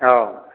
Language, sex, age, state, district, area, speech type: Bodo, male, 60+, Assam, Chirang, rural, conversation